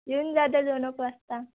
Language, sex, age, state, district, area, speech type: Marathi, female, 18-30, Maharashtra, Wardha, rural, conversation